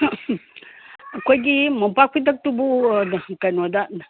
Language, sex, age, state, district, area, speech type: Manipuri, female, 60+, Manipur, Imphal East, rural, conversation